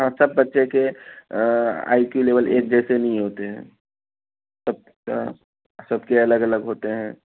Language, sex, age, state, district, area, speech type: Urdu, male, 18-30, Bihar, Araria, rural, conversation